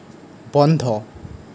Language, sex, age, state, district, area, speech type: Assamese, male, 18-30, Assam, Nalbari, rural, read